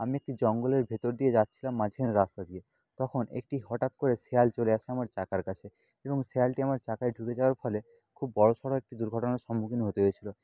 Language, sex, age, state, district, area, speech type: Bengali, male, 30-45, West Bengal, Nadia, rural, spontaneous